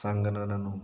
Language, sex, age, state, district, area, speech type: Kannada, male, 30-45, Karnataka, Mysore, urban, spontaneous